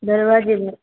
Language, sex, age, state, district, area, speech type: Hindi, female, 18-30, Rajasthan, Jodhpur, urban, conversation